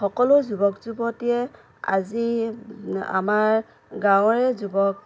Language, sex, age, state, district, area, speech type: Assamese, female, 45-60, Assam, Dhemaji, rural, spontaneous